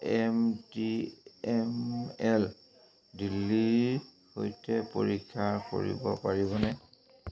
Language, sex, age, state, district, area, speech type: Assamese, male, 45-60, Assam, Dhemaji, rural, read